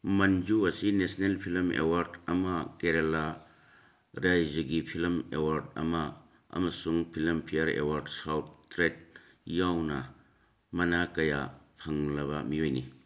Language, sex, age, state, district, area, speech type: Manipuri, male, 60+, Manipur, Churachandpur, urban, read